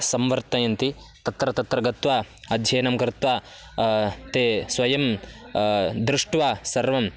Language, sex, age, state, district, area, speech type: Sanskrit, male, 18-30, Karnataka, Bagalkot, rural, spontaneous